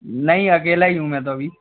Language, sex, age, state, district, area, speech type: Hindi, male, 30-45, Madhya Pradesh, Gwalior, urban, conversation